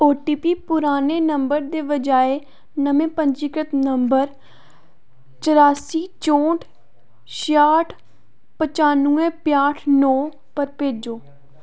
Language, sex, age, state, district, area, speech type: Dogri, female, 18-30, Jammu and Kashmir, Reasi, urban, read